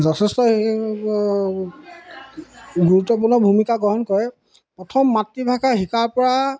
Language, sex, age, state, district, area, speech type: Assamese, male, 45-60, Assam, Golaghat, urban, spontaneous